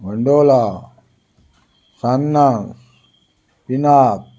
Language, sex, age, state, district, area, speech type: Goan Konkani, male, 60+, Goa, Salcete, rural, spontaneous